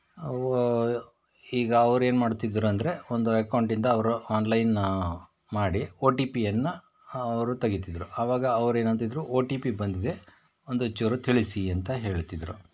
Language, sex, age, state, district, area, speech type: Kannada, male, 45-60, Karnataka, Shimoga, rural, spontaneous